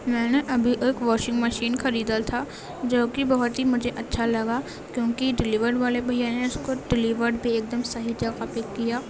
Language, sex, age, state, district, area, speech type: Urdu, female, 18-30, Uttar Pradesh, Gautam Buddha Nagar, urban, spontaneous